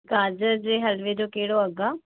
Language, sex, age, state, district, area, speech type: Sindhi, female, 18-30, Gujarat, Surat, urban, conversation